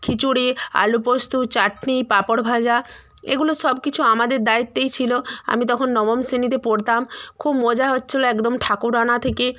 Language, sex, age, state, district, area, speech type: Bengali, female, 45-60, West Bengal, Purba Medinipur, rural, spontaneous